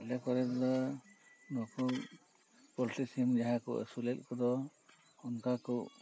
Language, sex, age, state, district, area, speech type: Santali, male, 60+, West Bengal, Purba Bardhaman, rural, spontaneous